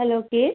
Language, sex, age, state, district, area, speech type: Bengali, female, 18-30, West Bengal, Malda, rural, conversation